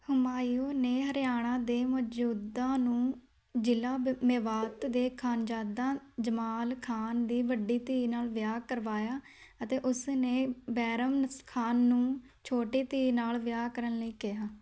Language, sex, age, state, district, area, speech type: Punjabi, female, 18-30, Punjab, Shaheed Bhagat Singh Nagar, urban, read